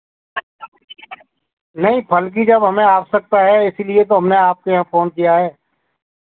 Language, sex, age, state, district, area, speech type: Hindi, male, 45-60, Rajasthan, Bharatpur, urban, conversation